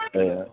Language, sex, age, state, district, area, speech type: Kannada, male, 45-60, Karnataka, Bellary, rural, conversation